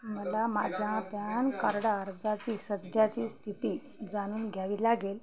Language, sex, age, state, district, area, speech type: Marathi, female, 45-60, Maharashtra, Hingoli, urban, read